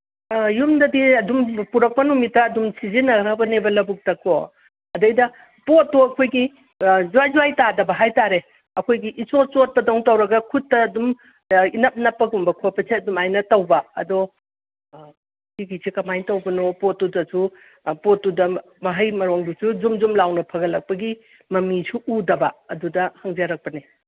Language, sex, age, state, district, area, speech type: Manipuri, female, 60+, Manipur, Imphal East, rural, conversation